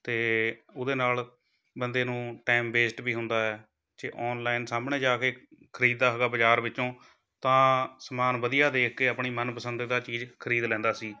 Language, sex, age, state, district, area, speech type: Punjabi, male, 30-45, Punjab, Shaheed Bhagat Singh Nagar, rural, spontaneous